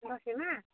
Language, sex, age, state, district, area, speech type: Nepali, female, 18-30, West Bengal, Alipurduar, urban, conversation